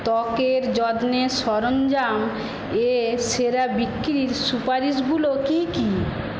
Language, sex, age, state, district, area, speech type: Bengali, female, 45-60, West Bengal, Paschim Medinipur, rural, read